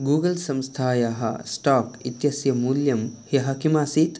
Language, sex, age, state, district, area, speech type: Sanskrit, male, 18-30, Karnataka, Dakshina Kannada, rural, read